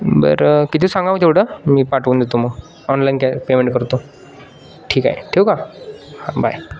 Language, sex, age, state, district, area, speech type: Marathi, male, 18-30, Maharashtra, Sangli, urban, spontaneous